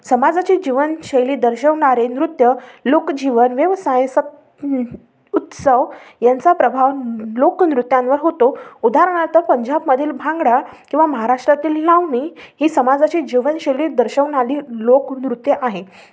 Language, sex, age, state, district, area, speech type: Marathi, female, 18-30, Maharashtra, Amravati, urban, spontaneous